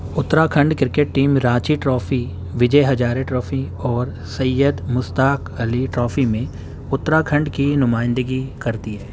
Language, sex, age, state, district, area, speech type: Urdu, male, 30-45, Uttar Pradesh, Gautam Buddha Nagar, urban, read